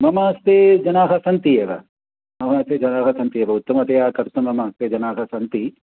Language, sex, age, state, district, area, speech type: Sanskrit, male, 45-60, Tamil Nadu, Chennai, urban, conversation